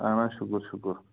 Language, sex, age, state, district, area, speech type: Kashmiri, male, 30-45, Jammu and Kashmir, Pulwama, rural, conversation